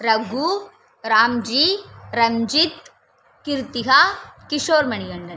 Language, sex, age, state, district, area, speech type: Tamil, female, 18-30, Tamil Nadu, Sivaganga, rural, spontaneous